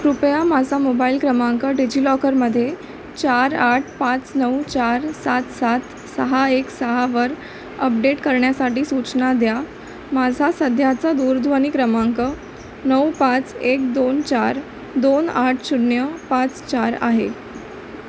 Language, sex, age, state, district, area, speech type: Marathi, female, 18-30, Maharashtra, Mumbai Suburban, urban, read